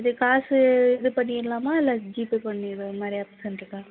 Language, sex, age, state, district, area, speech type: Tamil, female, 18-30, Tamil Nadu, Madurai, urban, conversation